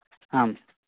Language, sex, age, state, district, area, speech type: Sanskrit, male, 30-45, Karnataka, Dakshina Kannada, rural, conversation